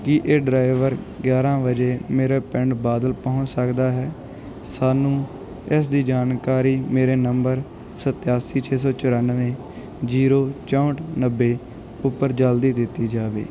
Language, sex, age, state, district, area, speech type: Punjabi, male, 18-30, Punjab, Bathinda, rural, spontaneous